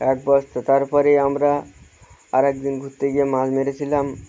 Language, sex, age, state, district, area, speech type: Bengali, male, 30-45, West Bengal, Birbhum, urban, spontaneous